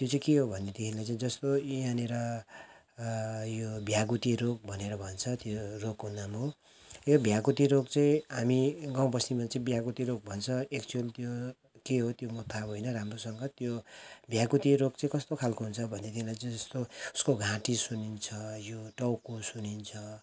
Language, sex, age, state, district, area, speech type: Nepali, male, 45-60, West Bengal, Kalimpong, rural, spontaneous